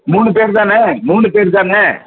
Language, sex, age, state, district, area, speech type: Tamil, male, 60+, Tamil Nadu, Viluppuram, rural, conversation